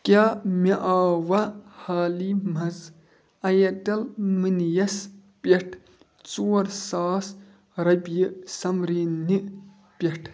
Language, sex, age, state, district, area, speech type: Kashmiri, male, 18-30, Jammu and Kashmir, Budgam, rural, read